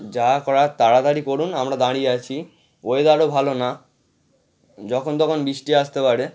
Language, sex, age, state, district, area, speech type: Bengali, male, 18-30, West Bengal, Howrah, urban, spontaneous